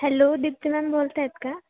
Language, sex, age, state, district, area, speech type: Marathi, female, 18-30, Maharashtra, Ahmednagar, rural, conversation